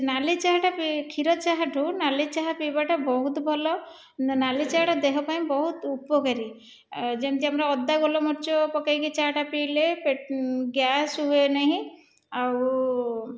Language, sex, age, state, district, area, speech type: Odia, female, 30-45, Odisha, Khordha, rural, spontaneous